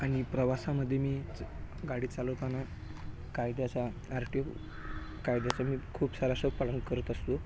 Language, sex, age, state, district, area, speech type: Marathi, male, 30-45, Maharashtra, Sangli, urban, spontaneous